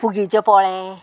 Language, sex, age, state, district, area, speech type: Goan Konkani, female, 45-60, Goa, Murmgao, rural, spontaneous